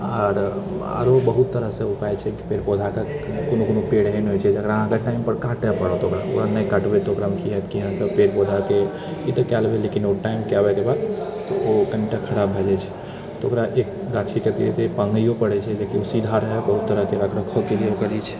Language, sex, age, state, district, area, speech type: Maithili, male, 60+, Bihar, Purnia, rural, spontaneous